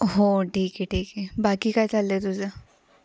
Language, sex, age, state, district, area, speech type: Marathi, female, 18-30, Maharashtra, Ahmednagar, rural, spontaneous